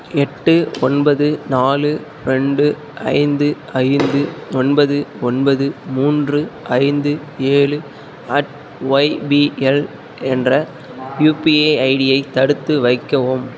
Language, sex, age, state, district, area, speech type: Tamil, male, 18-30, Tamil Nadu, Tiruvarur, rural, read